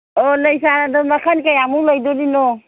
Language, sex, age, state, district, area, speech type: Manipuri, female, 60+, Manipur, Imphal East, rural, conversation